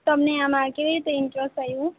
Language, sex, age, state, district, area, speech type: Gujarati, female, 18-30, Gujarat, Valsad, rural, conversation